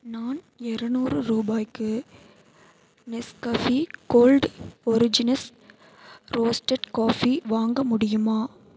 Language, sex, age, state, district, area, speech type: Tamil, female, 18-30, Tamil Nadu, Mayiladuthurai, rural, read